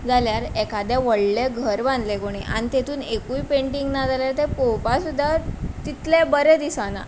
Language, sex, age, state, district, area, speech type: Goan Konkani, female, 18-30, Goa, Ponda, rural, spontaneous